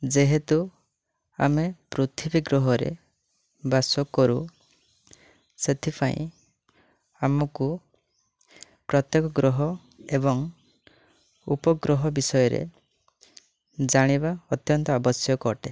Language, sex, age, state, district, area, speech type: Odia, male, 18-30, Odisha, Mayurbhanj, rural, spontaneous